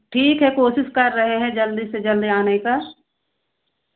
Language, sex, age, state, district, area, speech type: Hindi, female, 60+, Uttar Pradesh, Ayodhya, rural, conversation